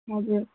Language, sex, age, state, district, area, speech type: Nepali, female, 18-30, West Bengal, Darjeeling, rural, conversation